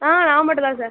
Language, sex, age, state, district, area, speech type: Tamil, female, 18-30, Tamil Nadu, Pudukkottai, rural, conversation